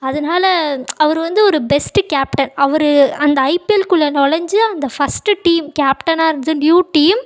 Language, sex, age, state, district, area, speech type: Tamil, female, 18-30, Tamil Nadu, Ariyalur, rural, spontaneous